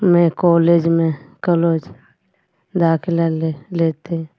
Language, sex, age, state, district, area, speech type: Hindi, female, 45-60, Uttar Pradesh, Azamgarh, rural, read